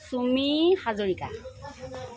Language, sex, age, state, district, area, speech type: Assamese, female, 45-60, Assam, Sivasagar, urban, spontaneous